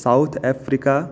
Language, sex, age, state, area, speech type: Sanskrit, male, 18-30, Jharkhand, urban, spontaneous